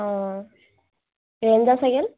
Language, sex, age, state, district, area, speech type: Assamese, female, 18-30, Assam, Dibrugarh, rural, conversation